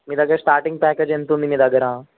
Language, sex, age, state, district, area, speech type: Telugu, male, 18-30, Telangana, Ranga Reddy, urban, conversation